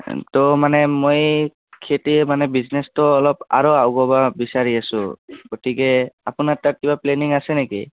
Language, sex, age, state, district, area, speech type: Assamese, male, 18-30, Assam, Barpeta, rural, conversation